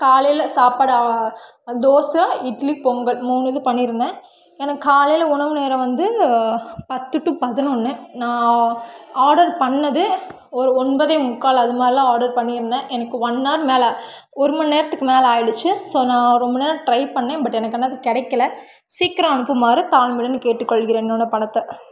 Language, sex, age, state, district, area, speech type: Tamil, female, 18-30, Tamil Nadu, Karur, rural, spontaneous